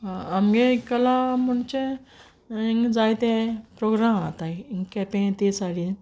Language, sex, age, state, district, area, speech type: Goan Konkani, female, 45-60, Goa, Quepem, rural, spontaneous